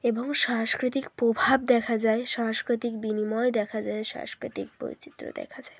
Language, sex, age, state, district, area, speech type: Bengali, female, 30-45, West Bengal, Bankura, urban, spontaneous